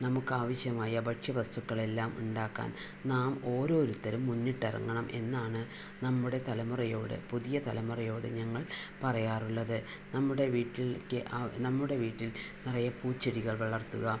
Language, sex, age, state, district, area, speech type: Malayalam, female, 60+, Kerala, Palakkad, rural, spontaneous